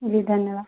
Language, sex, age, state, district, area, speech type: Hindi, female, 18-30, Madhya Pradesh, Gwalior, rural, conversation